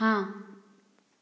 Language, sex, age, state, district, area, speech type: Hindi, female, 18-30, Madhya Pradesh, Katni, urban, read